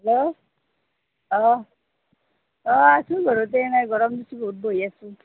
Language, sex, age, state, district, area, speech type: Assamese, female, 30-45, Assam, Nalbari, rural, conversation